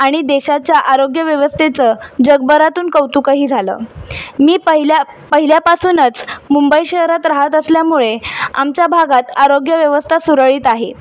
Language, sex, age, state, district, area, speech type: Marathi, female, 18-30, Maharashtra, Mumbai City, urban, spontaneous